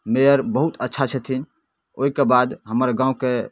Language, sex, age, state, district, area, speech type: Maithili, male, 18-30, Bihar, Darbhanga, rural, spontaneous